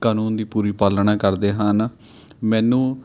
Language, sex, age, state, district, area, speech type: Punjabi, male, 30-45, Punjab, Mohali, urban, spontaneous